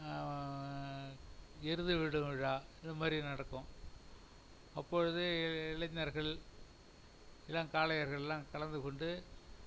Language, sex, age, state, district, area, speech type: Tamil, male, 60+, Tamil Nadu, Cuddalore, rural, spontaneous